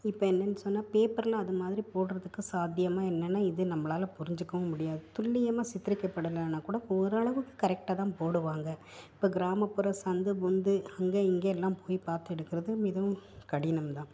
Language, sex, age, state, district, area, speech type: Tamil, female, 45-60, Tamil Nadu, Tiruppur, urban, spontaneous